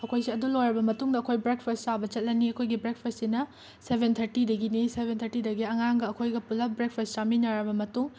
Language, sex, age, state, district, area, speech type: Manipuri, female, 18-30, Manipur, Imphal West, urban, spontaneous